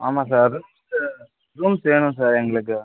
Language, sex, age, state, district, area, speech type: Tamil, male, 18-30, Tamil Nadu, Tiruchirappalli, rural, conversation